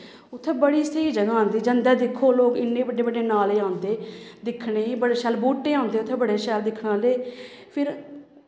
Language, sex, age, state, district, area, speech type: Dogri, female, 30-45, Jammu and Kashmir, Samba, rural, spontaneous